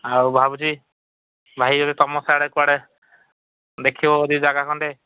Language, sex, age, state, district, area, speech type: Odia, male, 45-60, Odisha, Sambalpur, rural, conversation